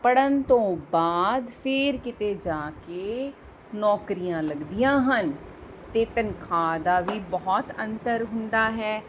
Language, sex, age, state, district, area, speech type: Punjabi, female, 45-60, Punjab, Ludhiana, rural, spontaneous